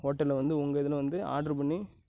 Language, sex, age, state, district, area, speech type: Tamil, male, 18-30, Tamil Nadu, Nagapattinam, rural, spontaneous